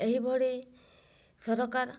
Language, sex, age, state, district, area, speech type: Odia, female, 30-45, Odisha, Mayurbhanj, rural, spontaneous